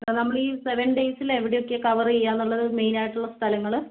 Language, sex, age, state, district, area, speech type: Malayalam, female, 18-30, Kerala, Wayanad, rural, conversation